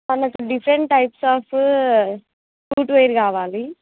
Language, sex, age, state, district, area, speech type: Telugu, female, 18-30, Telangana, Jangaon, rural, conversation